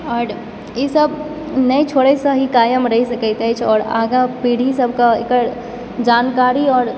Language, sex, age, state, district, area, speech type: Maithili, female, 18-30, Bihar, Supaul, urban, spontaneous